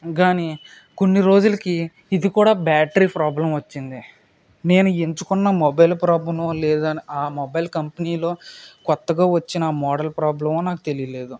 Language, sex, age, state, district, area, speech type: Telugu, male, 18-30, Andhra Pradesh, Eluru, rural, spontaneous